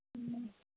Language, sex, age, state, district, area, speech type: Manipuri, female, 30-45, Manipur, Kangpokpi, urban, conversation